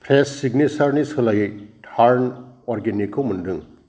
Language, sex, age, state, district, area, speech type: Bodo, male, 60+, Assam, Kokrajhar, rural, read